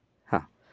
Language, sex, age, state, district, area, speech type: Malayalam, male, 45-60, Kerala, Wayanad, rural, spontaneous